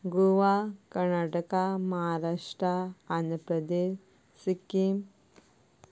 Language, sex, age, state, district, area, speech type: Goan Konkani, female, 18-30, Goa, Canacona, rural, spontaneous